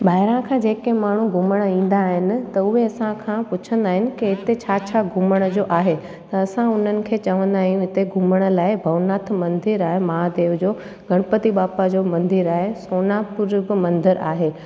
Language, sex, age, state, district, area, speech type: Sindhi, female, 18-30, Gujarat, Junagadh, urban, spontaneous